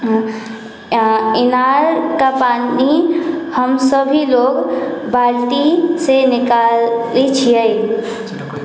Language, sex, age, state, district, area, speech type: Maithili, female, 18-30, Bihar, Sitamarhi, rural, spontaneous